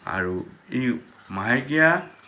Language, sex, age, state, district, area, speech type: Assamese, male, 60+, Assam, Lakhimpur, urban, spontaneous